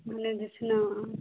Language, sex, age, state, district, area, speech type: Maithili, female, 30-45, Bihar, Madhubani, rural, conversation